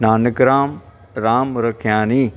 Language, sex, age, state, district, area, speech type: Sindhi, male, 60+, Maharashtra, Thane, urban, spontaneous